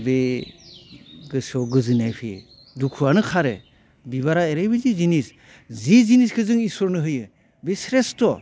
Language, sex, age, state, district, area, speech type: Bodo, male, 60+, Assam, Udalguri, urban, spontaneous